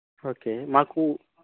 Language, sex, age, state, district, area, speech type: Telugu, male, 18-30, Andhra Pradesh, Nellore, rural, conversation